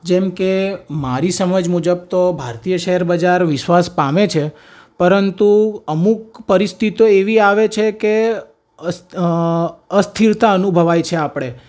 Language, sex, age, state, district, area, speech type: Gujarati, male, 18-30, Gujarat, Ahmedabad, urban, spontaneous